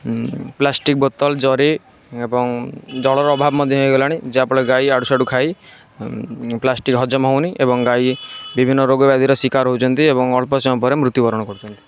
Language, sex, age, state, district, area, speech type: Odia, male, 18-30, Odisha, Kendrapara, urban, spontaneous